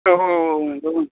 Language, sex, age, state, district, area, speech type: Bodo, male, 18-30, Assam, Baksa, rural, conversation